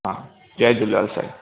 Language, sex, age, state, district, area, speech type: Sindhi, male, 18-30, Gujarat, Surat, urban, conversation